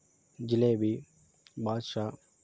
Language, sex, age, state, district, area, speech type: Telugu, male, 18-30, Andhra Pradesh, Nellore, rural, spontaneous